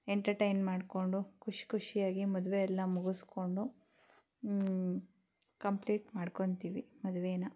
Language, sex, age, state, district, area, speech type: Kannada, female, 18-30, Karnataka, Chikkaballapur, rural, spontaneous